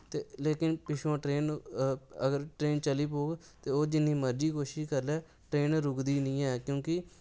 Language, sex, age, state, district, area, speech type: Dogri, male, 18-30, Jammu and Kashmir, Samba, urban, spontaneous